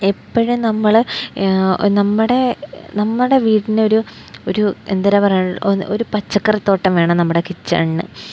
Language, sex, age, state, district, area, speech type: Malayalam, female, 18-30, Kerala, Kozhikode, rural, spontaneous